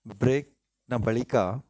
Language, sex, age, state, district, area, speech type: Kannada, male, 30-45, Karnataka, Shimoga, rural, spontaneous